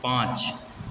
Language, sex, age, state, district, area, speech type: Maithili, male, 18-30, Bihar, Supaul, urban, read